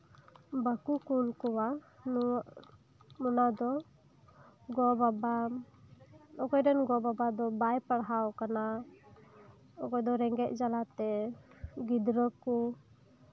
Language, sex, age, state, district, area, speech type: Santali, female, 18-30, West Bengal, Birbhum, rural, spontaneous